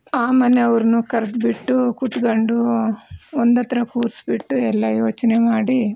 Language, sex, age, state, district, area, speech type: Kannada, female, 45-60, Karnataka, Chitradurga, rural, spontaneous